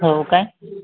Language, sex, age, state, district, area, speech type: Marathi, female, 30-45, Maharashtra, Nagpur, rural, conversation